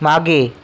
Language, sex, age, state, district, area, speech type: Marathi, male, 18-30, Maharashtra, Washim, rural, read